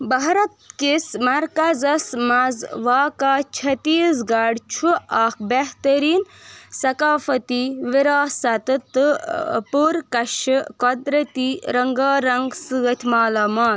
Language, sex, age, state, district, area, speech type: Kashmiri, female, 18-30, Jammu and Kashmir, Budgam, rural, read